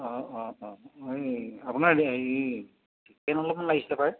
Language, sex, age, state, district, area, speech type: Assamese, male, 30-45, Assam, Dibrugarh, urban, conversation